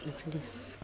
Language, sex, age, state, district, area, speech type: Bodo, female, 45-60, Assam, Chirang, rural, spontaneous